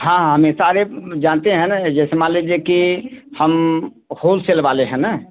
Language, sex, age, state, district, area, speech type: Hindi, male, 60+, Uttar Pradesh, Azamgarh, rural, conversation